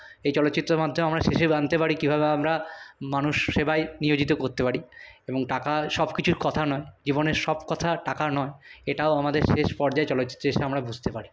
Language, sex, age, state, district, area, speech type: Bengali, male, 18-30, West Bengal, Purulia, urban, spontaneous